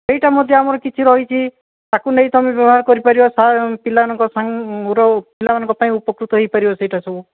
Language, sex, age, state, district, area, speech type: Odia, male, 60+, Odisha, Boudh, rural, conversation